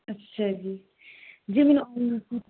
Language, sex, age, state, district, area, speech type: Punjabi, female, 18-30, Punjab, Mansa, urban, conversation